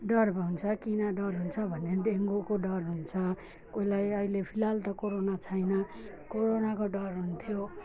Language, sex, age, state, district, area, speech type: Nepali, female, 45-60, West Bengal, Alipurduar, rural, spontaneous